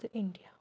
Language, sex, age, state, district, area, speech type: Kashmiri, female, 30-45, Jammu and Kashmir, Anantnag, rural, spontaneous